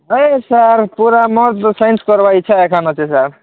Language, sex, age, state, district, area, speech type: Odia, male, 18-30, Odisha, Kalahandi, rural, conversation